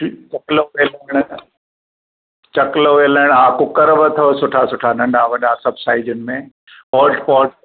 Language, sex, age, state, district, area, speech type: Sindhi, male, 60+, Gujarat, Kutch, rural, conversation